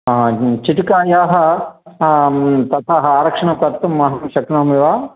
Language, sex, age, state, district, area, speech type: Sanskrit, male, 60+, Telangana, Nalgonda, urban, conversation